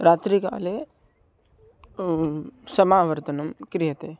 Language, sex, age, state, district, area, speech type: Sanskrit, male, 18-30, Maharashtra, Buldhana, urban, spontaneous